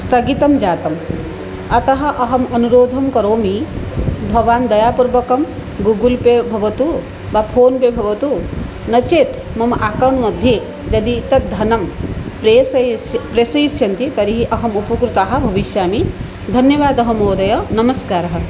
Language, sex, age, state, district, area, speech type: Sanskrit, female, 45-60, Odisha, Puri, urban, spontaneous